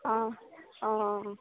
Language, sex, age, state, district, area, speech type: Assamese, female, 30-45, Assam, Sivasagar, rural, conversation